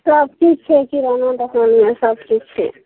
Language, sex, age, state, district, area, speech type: Maithili, female, 45-60, Bihar, Araria, rural, conversation